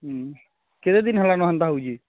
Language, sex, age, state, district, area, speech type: Odia, male, 45-60, Odisha, Nuapada, urban, conversation